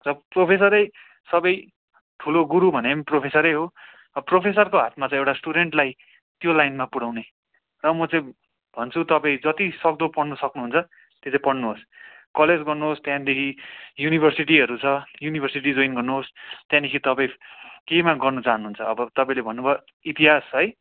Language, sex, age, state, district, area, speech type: Nepali, male, 18-30, West Bengal, Kalimpong, rural, conversation